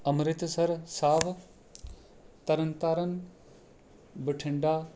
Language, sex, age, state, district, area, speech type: Punjabi, male, 30-45, Punjab, Rupnagar, rural, spontaneous